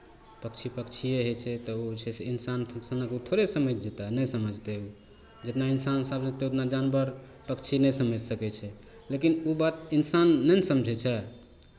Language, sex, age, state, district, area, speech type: Maithili, male, 45-60, Bihar, Madhepura, rural, spontaneous